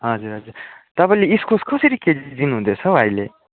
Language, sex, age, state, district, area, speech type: Nepali, male, 18-30, West Bengal, Kalimpong, rural, conversation